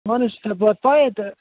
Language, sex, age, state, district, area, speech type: Kashmiri, male, 18-30, Jammu and Kashmir, Kupwara, urban, conversation